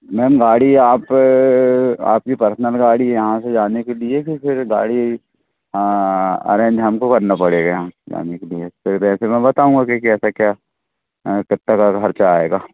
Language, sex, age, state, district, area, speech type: Hindi, male, 30-45, Madhya Pradesh, Seoni, urban, conversation